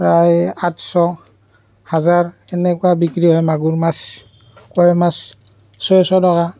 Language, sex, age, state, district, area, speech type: Assamese, male, 30-45, Assam, Barpeta, rural, spontaneous